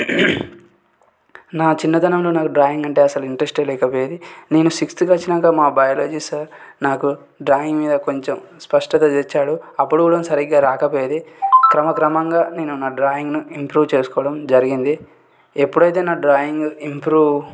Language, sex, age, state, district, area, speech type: Telugu, male, 18-30, Telangana, Yadadri Bhuvanagiri, urban, spontaneous